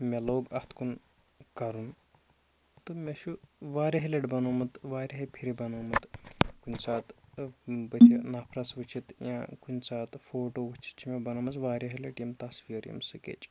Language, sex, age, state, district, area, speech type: Kashmiri, male, 30-45, Jammu and Kashmir, Kulgam, rural, spontaneous